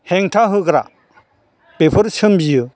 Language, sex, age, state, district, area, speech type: Bodo, male, 60+, Assam, Chirang, rural, spontaneous